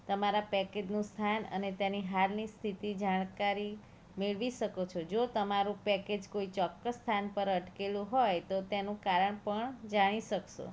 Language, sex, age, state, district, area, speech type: Gujarati, female, 30-45, Gujarat, Kheda, rural, spontaneous